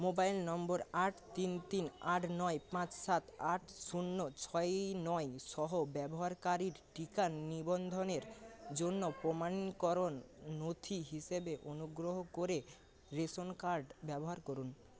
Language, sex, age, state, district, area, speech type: Bengali, male, 30-45, West Bengal, Paschim Medinipur, rural, read